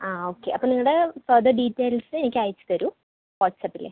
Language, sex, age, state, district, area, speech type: Malayalam, female, 18-30, Kerala, Thrissur, urban, conversation